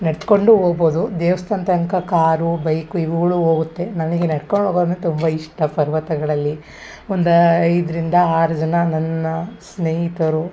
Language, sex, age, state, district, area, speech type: Kannada, female, 30-45, Karnataka, Hassan, urban, spontaneous